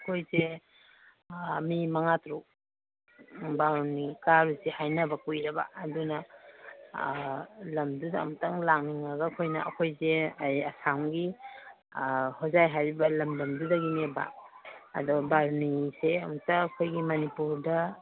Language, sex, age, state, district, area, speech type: Manipuri, female, 60+, Manipur, Imphal East, rural, conversation